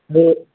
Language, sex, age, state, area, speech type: Assamese, male, 18-30, Assam, rural, conversation